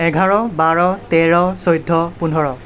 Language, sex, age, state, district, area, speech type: Assamese, male, 18-30, Assam, Kamrup Metropolitan, rural, spontaneous